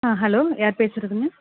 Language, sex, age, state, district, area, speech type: Tamil, female, 18-30, Tamil Nadu, Coimbatore, rural, conversation